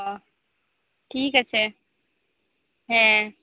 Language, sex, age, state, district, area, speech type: Santali, female, 18-30, West Bengal, Purba Bardhaman, rural, conversation